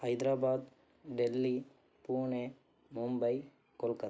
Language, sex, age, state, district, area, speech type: Kannada, male, 18-30, Karnataka, Davanagere, urban, spontaneous